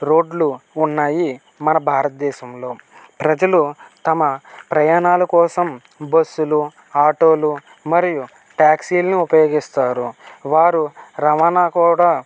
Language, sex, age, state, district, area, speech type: Telugu, male, 18-30, Andhra Pradesh, Kakinada, rural, spontaneous